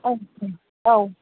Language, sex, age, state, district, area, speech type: Bodo, female, 60+, Assam, Kokrajhar, rural, conversation